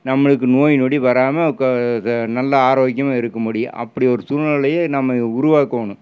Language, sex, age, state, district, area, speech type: Tamil, male, 60+, Tamil Nadu, Erode, urban, spontaneous